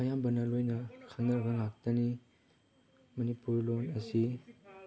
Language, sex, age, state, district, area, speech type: Manipuri, male, 18-30, Manipur, Chandel, rural, spontaneous